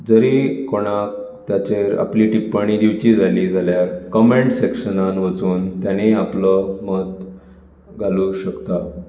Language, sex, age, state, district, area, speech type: Goan Konkani, male, 30-45, Goa, Bardez, urban, spontaneous